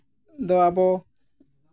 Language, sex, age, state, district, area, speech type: Santali, male, 45-60, West Bengal, Jhargram, rural, spontaneous